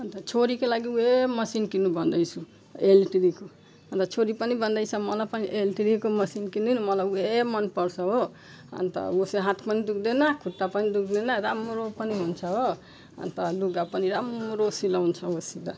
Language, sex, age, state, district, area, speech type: Nepali, female, 45-60, West Bengal, Jalpaiguri, rural, spontaneous